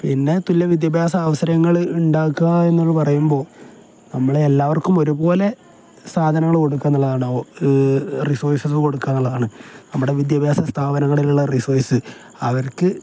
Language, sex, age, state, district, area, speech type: Malayalam, male, 18-30, Kerala, Kozhikode, rural, spontaneous